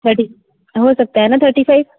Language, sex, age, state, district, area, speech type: Hindi, female, 30-45, Uttar Pradesh, Sitapur, rural, conversation